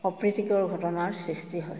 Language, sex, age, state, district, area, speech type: Assamese, female, 45-60, Assam, Majuli, urban, spontaneous